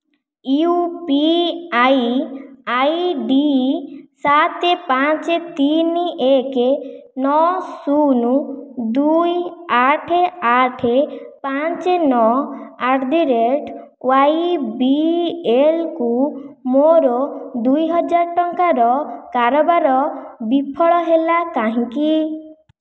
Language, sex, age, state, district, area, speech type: Odia, female, 45-60, Odisha, Khordha, rural, read